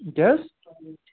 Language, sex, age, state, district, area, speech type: Kashmiri, female, 30-45, Jammu and Kashmir, Srinagar, urban, conversation